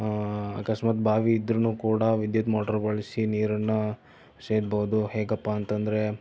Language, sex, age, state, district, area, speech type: Kannada, male, 18-30, Karnataka, Davanagere, rural, spontaneous